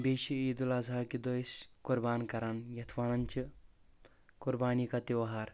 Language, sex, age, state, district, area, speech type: Kashmiri, male, 18-30, Jammu and Kashmir, Shopian, urban, spontaneous